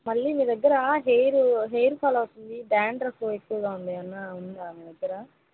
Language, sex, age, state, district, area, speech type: Telugu, female, 18-30, Andhra Pradesh, Kadapa, rural, conversation